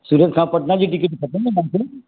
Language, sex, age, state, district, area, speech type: Sindhi, male, 45-60, Gujarat, Surat, urban, conversation